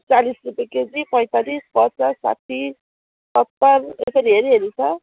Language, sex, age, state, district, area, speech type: Nepali, female, 30-45, West Bengal, Jalpaiguri, urban, conversation